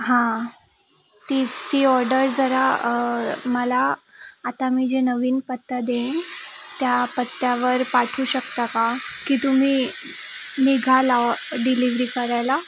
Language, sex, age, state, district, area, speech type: Marathi, female, 18-30, Maharashtra, Sindhudurg, rural, spontaneous